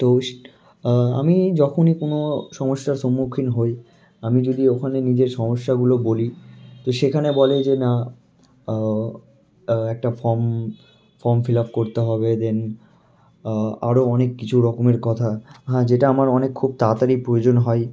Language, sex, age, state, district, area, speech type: Bengali, male, 18-30, West Bengal, Malda, rural, spontaneous